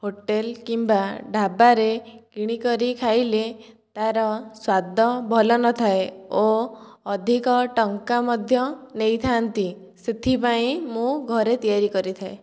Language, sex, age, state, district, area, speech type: Odia, female, 18-30, Odisha, Dhenkanal, rural, spontaneous